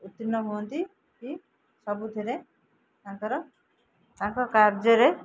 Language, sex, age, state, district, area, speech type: Odia, female, 45-60, Odisha, Jagatsinghpur, rural, spontaneous